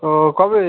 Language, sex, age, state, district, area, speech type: Bengali, male, 18-30, West Bengal, Uttar Dinajpur, urban, conversation